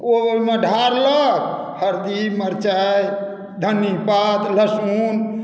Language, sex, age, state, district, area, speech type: Maithili, male, 60+, Bihar, Madhubani, rural, spontaneous